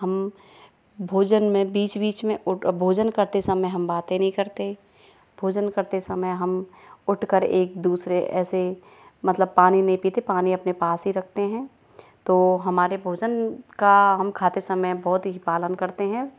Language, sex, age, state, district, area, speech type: Hindi, female, 30-45, Rajasthan, Karauli, rural, spontaneous